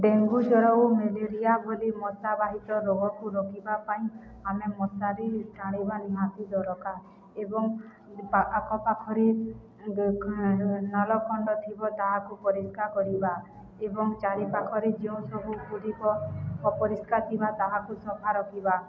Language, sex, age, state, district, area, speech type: Odia, female, 18-30, Odisha, Balangir, urban, spontaneous